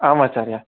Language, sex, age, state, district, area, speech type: Sanskrit, male, 30-45, Telangana, Hyderabad, urban, conversation